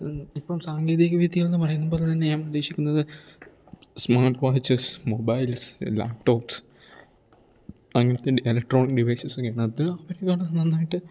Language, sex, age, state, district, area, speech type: Malayalam, male, 18-30, Kerala, Idukki, rural, spontaneous